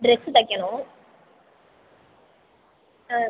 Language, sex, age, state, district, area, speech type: Tamil, female, 18-30, Tamil Nadu, Pudukkottai, rural, conversation